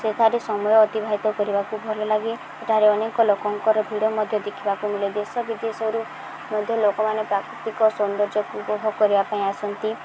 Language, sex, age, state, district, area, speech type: Odia, female, 18-30, Odisha, Subarnapur, urban, spontaneous